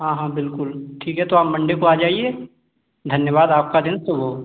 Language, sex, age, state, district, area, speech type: Hindi, male, 18-30, Madhya Pradesh, Gwalior, urban, conversation